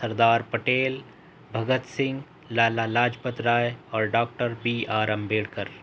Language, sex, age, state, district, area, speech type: Urdu, male, 18-30, Delhi, North East Delhi, urban, spontaneous